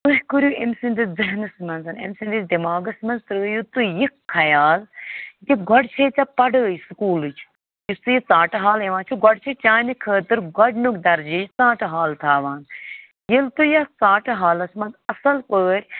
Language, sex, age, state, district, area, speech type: Kashmiri, female, 45-60, Jammu and Kashmir, Bandipora, rural, conversation